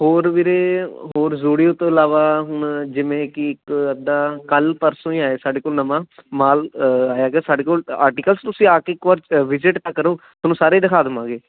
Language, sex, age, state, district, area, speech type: Punjabi, male, 18-30, Punjab, Ludhiana, urban, conversation